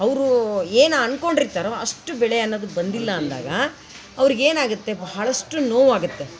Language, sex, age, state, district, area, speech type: Kannada, female, 45-60, Karnataka, Vijayanagara, rural, spontaneous